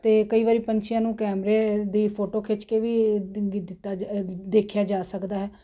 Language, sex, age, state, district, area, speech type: Punjabi, female, 45-60, Punjab, Ludhiana, urban, spontaneous